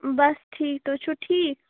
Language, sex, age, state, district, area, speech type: Kashmiri, female, 18-30, Jammu and Kashmir, Budgam, rural, conversation